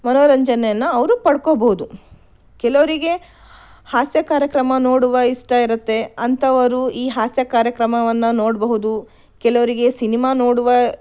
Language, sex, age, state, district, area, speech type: Kannada, female, 30-45, Karnataka, Shimoga, rural, spontaneous